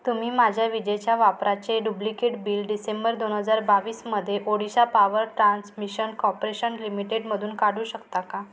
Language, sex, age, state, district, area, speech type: Marathi, female, 30-45, Maharashtra, Wardha, urban, read